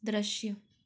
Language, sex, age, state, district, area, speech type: Hindi, female, 18-30, Madhya Pradesh, Gwalior, urban, read